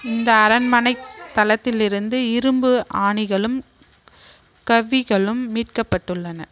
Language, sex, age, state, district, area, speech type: Tamil, female, 30-45, Tamil Nadu, Kallakurichi, rural, read